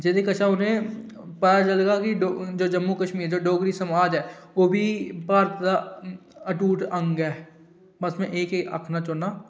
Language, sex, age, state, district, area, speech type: Dogri, male, 18-30, Jammu and Kashmir, Udhampur, urban, spontaneous